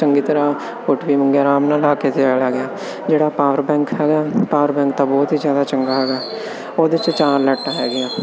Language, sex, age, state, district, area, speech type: Punjabi, male, 18-30, Punjab, Firozpur, urban, spontaneous